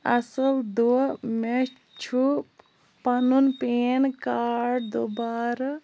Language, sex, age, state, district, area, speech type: Kashmiri, female, 18-30, Jammu and Kashmir, Bandipora, rural, read